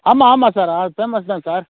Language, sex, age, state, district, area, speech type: Tamil, male, 30-45, Tamil Nadu, Krishnagiri, rural, conversation